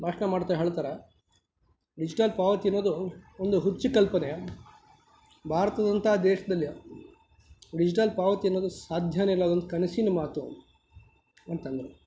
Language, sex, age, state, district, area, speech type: Kannada, male, 45-60, Karnataka, Chikkaballapur, rural, spontaneous